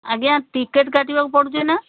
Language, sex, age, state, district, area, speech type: Odia, female, 60+, Odisha, Sambalpur, rural, conversation